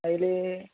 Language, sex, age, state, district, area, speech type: Malayalam, male, 18-30, Kerala, Malappuram, rural, conversation